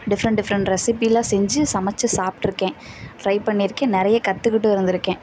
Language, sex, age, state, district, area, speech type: Tamil, female, 18-30, Tamil Nadu, Karur, rural, spontaneous